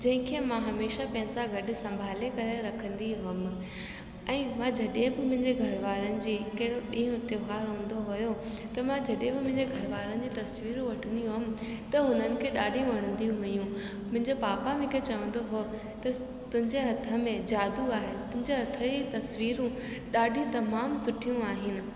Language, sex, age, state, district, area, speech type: Sindhi, female, 18-30, Rajasthan, Ajmer, urban, spontaneous